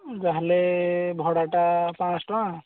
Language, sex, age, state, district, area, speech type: Odia, male, 18-30, Odisha, Nayagarh, rural, conversation